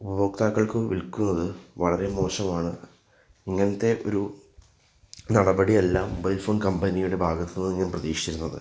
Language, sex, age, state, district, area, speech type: Malayalam, male, 18-30, Kerala, Thrissur, urban, spontaneous